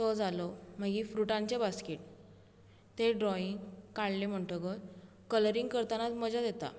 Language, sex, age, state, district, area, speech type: Goan Konkani, female, 18-30, Goa, Bardez, rural, spontaneous